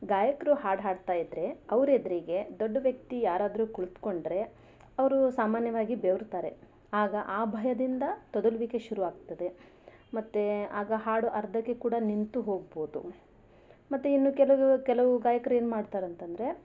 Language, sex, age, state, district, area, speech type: Kannada, female, 30-45, Karnataka, Davanagere, rural, spontaneous